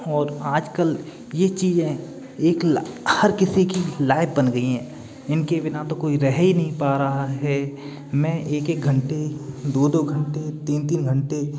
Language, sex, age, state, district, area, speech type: Hindi, male, 30-45, Madhya Pradesh, Gwalior, urban, spontaneous